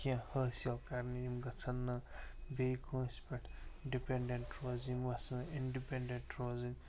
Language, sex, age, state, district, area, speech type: Kashmiri, male, 30-45, Jammu and Kashmir, Ganderbal, rural, spontaneous